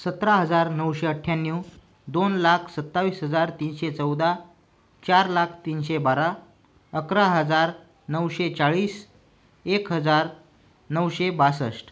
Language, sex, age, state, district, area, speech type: Marathi, male, 18-30, Maharashtra, Washim, rural, spontaneous